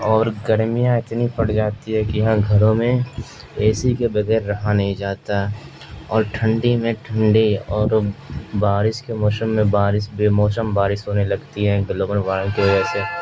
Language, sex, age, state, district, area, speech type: Urdu, male, 18-30, Bihar, Supaul, rural, spontaneous